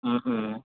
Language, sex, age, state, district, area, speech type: Assamese, male, 18-30, Assam, Goalpara, urban, conversation